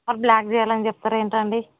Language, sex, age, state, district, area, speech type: Telugu, female, 18-30, Telangana, Mahbubnagar, rural, conversation